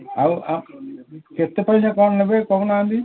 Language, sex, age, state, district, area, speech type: Odia, male, 60+, Odisha, Gajapati, rural, conversation